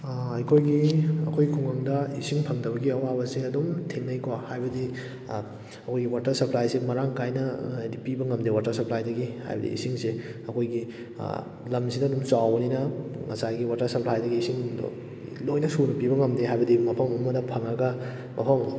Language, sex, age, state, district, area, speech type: Manipuri, male, 18-30, Manipur, Kakching, rural, spontaneous